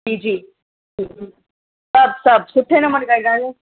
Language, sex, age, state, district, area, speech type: Sindhi, female, 18-30, Gujarat, Kutch, urban, conversation